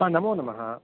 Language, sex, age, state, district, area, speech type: Sanskrit, male, 30-45, Karnataka, Uttara Kannada, rural, conversation